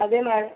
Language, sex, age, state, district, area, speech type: Malayalam, female, 18-30, Kerala, Thiruvananthapuram, urban, conversation